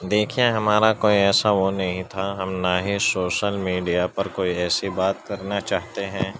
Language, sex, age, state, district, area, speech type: Urdu, male, 45-60, Uttar Pradesh, Gautam Buddha Nagar, rural, spontaneous